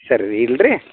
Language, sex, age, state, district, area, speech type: Kannada, male, 30-45, Karnataka, Vijayapura, rural, conversation